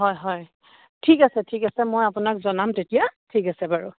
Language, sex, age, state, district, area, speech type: Assamese, female, 45-60, Assam, Biswanath, rural, conversation